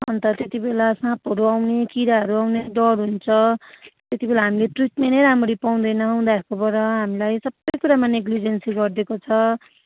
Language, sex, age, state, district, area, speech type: Nepali, female, 30-45, West Bengal, Jalpaiguri, urban, conversation